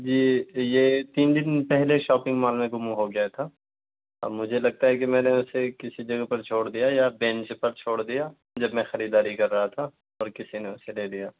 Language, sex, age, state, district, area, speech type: Urdu, male, 18-30, Delhi, South Delhi, rural, conversation